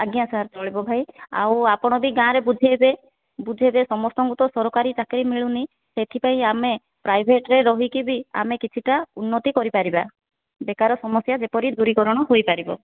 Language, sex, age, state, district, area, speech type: Odia, female, 30-45, Odisha, Kandhamal, rural, conversation